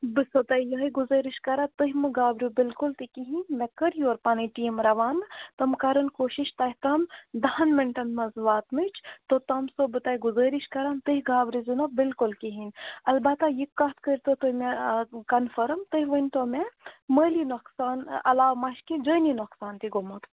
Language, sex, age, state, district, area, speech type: Kashmiri, female, 18-30, Jammu and Kashmir, Bandipora, rural, conversation